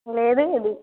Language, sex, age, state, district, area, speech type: Telugu, female, 30-45, Andhra Pradesh, Nandyal, rural, conversation